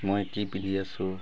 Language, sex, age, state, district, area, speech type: Assamese, male, 45-60, Assam, Tinsukia, rural, spontaneous